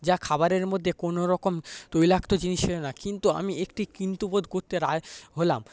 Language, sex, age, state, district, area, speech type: Bengali, male, 30-45, West Bengal, Paschim Medinipur, rural, spontaneous